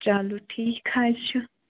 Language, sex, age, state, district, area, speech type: Kashmiri, female, 30-45, Jammu and Kashmir, Baramulla, rural, conversation